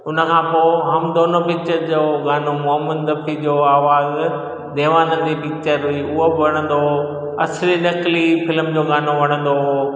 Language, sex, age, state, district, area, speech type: Sindhi, male, 60+, Gujarat, Junagadh, rural, spontaneous